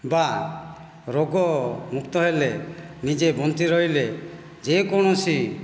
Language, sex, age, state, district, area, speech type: Odia, male, 30-45, Odisha, Kandhamal, rural, spontaneous